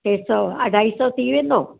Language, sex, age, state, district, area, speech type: Sindhi, female, 60+, Maharashtra, Mumbai Suburban, urban, conversation